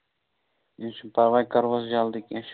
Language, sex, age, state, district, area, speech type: Kashmiri, male, 18-30, Jammu and Kashmir, Budgam, rural, conversation